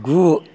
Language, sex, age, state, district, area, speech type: Bodo, male, 60+, Assam, Kokrajhar, rural, read